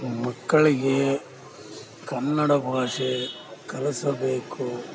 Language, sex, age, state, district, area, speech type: Kannada, male, 45-60, Karnataka, Bellary, rural, spontaneous